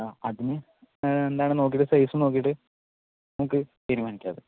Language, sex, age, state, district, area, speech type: Malayalam, male, 45-60, Kerala, Palakkad, rural, conversation